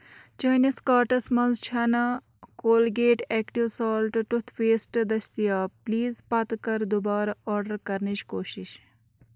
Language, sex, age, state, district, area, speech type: Kashmiri, female, 18-30, Jammu and Kashmir, Bandipora, rural, read